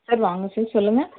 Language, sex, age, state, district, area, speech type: Tamil, female, 18-30, Tamil Nadu, Nagapattinam, rural, conversation